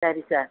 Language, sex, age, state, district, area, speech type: Tamil, female, 45-60, Tamil Nadu, Thoothukudi, urban, conversation